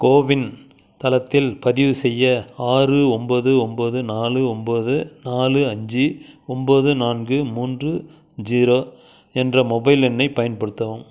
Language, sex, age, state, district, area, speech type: Tamil, male, 60+, Tamil Nadu, Krishnagiri, rural, read